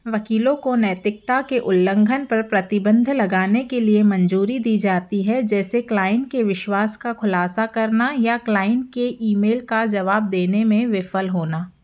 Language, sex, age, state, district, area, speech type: Hindi, female, 30-45, Madhya Pradesh, Jabalpur, urban, read